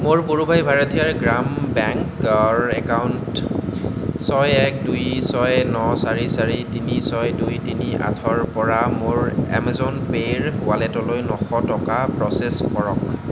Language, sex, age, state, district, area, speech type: Assamese, male, 30-45, Assam, Kamrup Metropolitan, urban, read